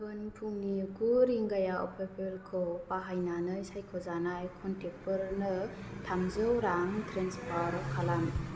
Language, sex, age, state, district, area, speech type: Bodo, female, 30-45, Assam, Chirang, urban, read